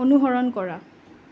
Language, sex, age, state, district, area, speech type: Assamese, female, 30-45, Assam, Nalbari, rural, read